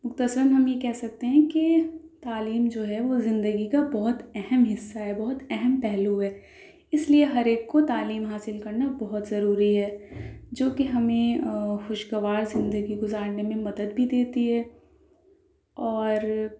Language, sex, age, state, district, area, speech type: Urdu, female, 18-30, Delhi, South Delhi, urban, spontaneous